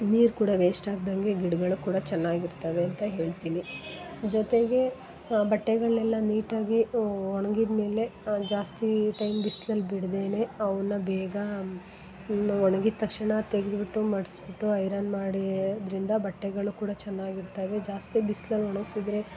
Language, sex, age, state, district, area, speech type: Kannada, female, 30-45, Karnataka, Hassan, urban, spontaneous